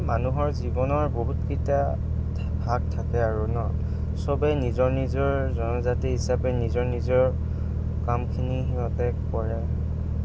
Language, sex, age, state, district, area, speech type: Assamese, male, 18-30, Assam, Goalpara, rural, spontaneous